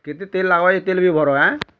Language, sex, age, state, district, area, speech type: Odia, male, 45-60, Odisha, Bargarh, urban, spontaneous